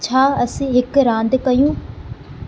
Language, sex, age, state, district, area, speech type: Sindhi, female, 18-30, Maharashtra, Thane, urban, read